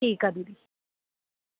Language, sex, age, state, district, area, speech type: Sindhi, female, 18-30, Rajasthan, Ajmer, urban, conversation